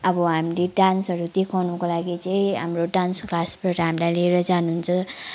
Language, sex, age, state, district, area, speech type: Nepali, female, 18-30, West Bengal, Kalimpong, rural, spontaneous